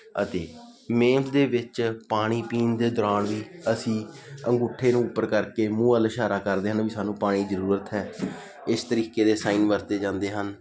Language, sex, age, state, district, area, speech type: Punjabi, male, 18-30, Punjab, Muktsar, rural, spontaneous